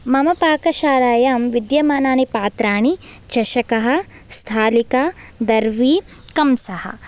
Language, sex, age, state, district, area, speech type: Sanskrit, female, 18-30, Andhra Pradesh, Visakhapatnam, urban, spontaneous